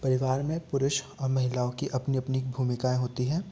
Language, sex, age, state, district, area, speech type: Hindi, male, 18-30, Madhya Pradesh, Betul, urban, spontaneous